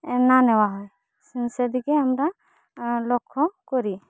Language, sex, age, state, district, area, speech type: Bengali, female, 18-30, West Bengal, Jhargram, rural, spontaneous